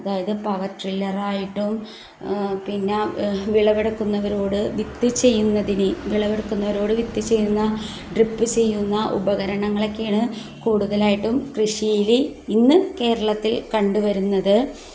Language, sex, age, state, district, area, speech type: Malayalam, female, 30-45, Kerala, Kozhikode, rural, spontaneous